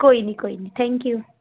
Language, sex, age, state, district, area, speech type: Punjabi, female, 18-30, Punjab, Patiala, urban, conversation